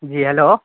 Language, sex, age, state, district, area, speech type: Urdu, male, 18-30, Bihar, Saharsa, rural, conversation